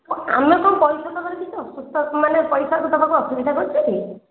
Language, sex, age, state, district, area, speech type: Odia, female, 30-45, Odisha, Khordha, rural, conversation